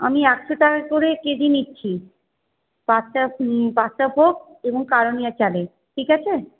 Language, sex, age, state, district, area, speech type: Bengali, female, 30-45, West Bengal, Paschim Bardhaman, urban, conversation